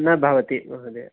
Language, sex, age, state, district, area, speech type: Sanskrit, male, 18-30, Karnataka, Mysore, rural, conversation